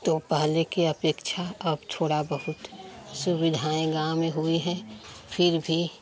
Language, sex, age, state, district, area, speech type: Hindi, female, 45-60, Uttar Pradesh, Chandauli, rural, spontaneous